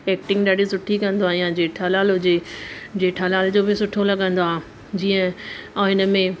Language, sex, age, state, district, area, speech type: Sindhi, female, 30-45, Gujarat, Surat, urban, spontaneous